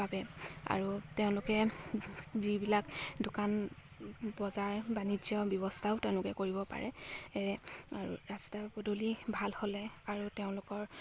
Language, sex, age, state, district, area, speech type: Assamese, female, 18-30, Assam, Charaideo, rural, spontaneous